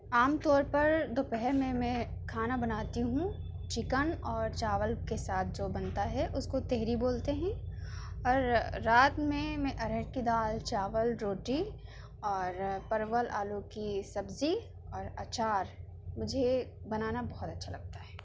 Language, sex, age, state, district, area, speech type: Urdu, female, 18-30, Delhi, South Delhi, urban, spontaneous